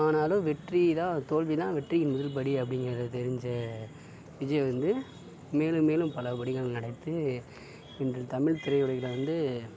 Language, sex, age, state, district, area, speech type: Tamil, male, 60+, Tamil Nadu, Sivaganga, urban, spontaneous